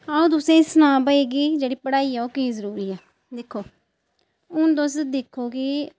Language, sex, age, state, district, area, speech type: Dogri, female, 30-45, Jammu and Kashmir, Samba, rural, spontaneous